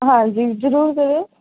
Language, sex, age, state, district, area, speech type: Punjabi, female, 18-30, Punjab, Mansa, urban, conversation